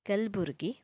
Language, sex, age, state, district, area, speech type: Kannada, female, 30-45, Karnataka, Shimoga, rural, spontaneous